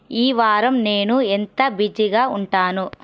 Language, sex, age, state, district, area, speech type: Telugu, female, 18-30, Telangana, Nalgonda, rural, read